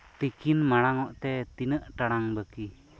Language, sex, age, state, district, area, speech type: Santali, male, 30-45, West Bengal, Birbhum, rural, read